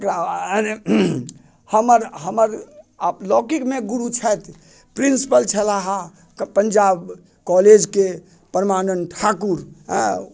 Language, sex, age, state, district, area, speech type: Maithili, male, 60+, Bihar, Muzaffarpur, rural, spontaneous